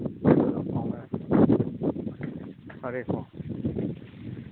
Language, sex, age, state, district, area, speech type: Manipuri, male, 45-60, Manipur, Imphal East, rural, conversation